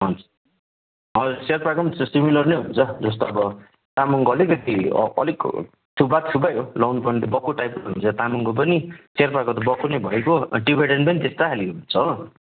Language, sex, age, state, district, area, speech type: Nepali, male, 30-45, West Bengal, Kalimpong, rural, conversation